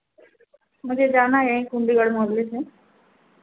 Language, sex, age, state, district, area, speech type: Hindi, female, 45-60, Uttar Pradesh, Azamgarh, rural, conversation